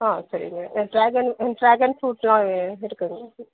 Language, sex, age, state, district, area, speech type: Tamil, female, 30-45, Tamil Nadu, Salem, rural, conversation